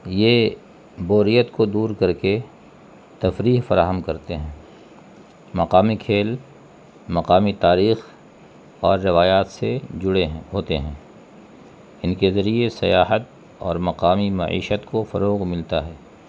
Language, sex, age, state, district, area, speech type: Urdu, male, 45-60, Bihar, Gaya, rural, spontaneous